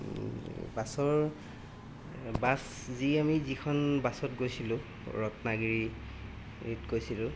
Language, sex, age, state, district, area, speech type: Assamese, male, 30-45, Assam, Golaghat, urban, spontaneous